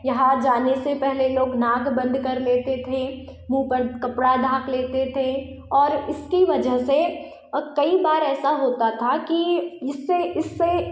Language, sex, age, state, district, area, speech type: Hindi, female, 18-30, Madhya Pradesh, Betul, rural, spontaneous